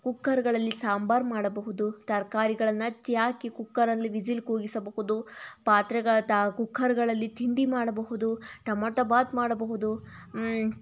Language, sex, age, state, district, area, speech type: Kannada, female, 30-45, Karnataka, Tumkur, rural, spontaneous